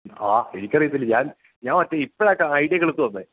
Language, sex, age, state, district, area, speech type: Malayalam, male, 18-30, Kerala, Idukki, rural, conversation